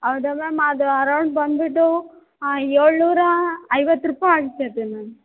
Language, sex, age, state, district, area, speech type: Kannada, female, 18-30, Karnataka, Bellary, urban, conversation